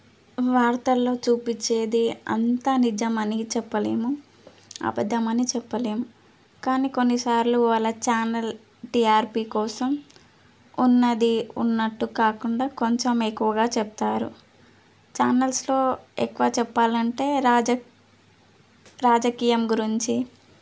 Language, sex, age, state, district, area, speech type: Telugu, female, 18-30, Telangana, Suryapet, urban, spontaneous